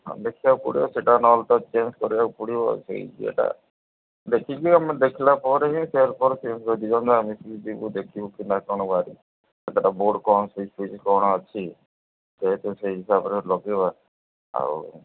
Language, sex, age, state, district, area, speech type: Odia, male, 45-60, Odisha, Sundergarh, rural, conversation